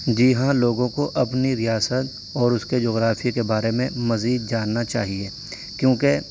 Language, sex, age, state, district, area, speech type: Urdu, male, 30-45, Uttar Pradesh, Saharanpur, urban, spontaneous